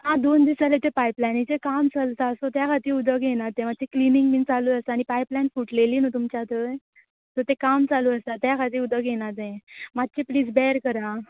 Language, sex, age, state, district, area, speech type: Goan Konkani, female, 18-30, Goa, Quepem, rural, conversation